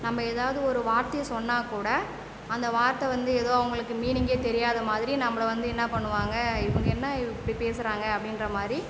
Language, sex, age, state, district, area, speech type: Tamil, female, 45-60, Tamil Nadu, Cuddalore, rural, spontaneous